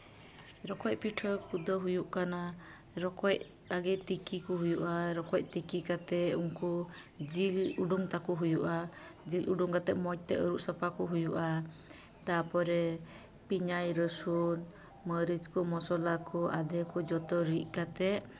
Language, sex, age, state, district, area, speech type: Santali, female, 30-45, West Bengal, Malda, rural, spontaneous